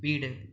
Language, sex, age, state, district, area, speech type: Tamil, male, 18-30, Tamil Nadu, Erode, rural, read